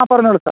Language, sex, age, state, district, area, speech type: Malayalam, male, 30-45, Kerala, Alappuzha, rural, conversation